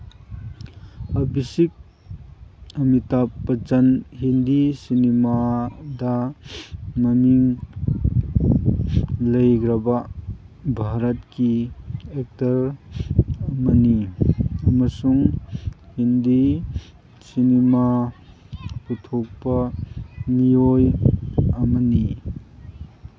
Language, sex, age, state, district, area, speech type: Manipuri, male, 30-45, Manipur, Kangpokpi, urban, read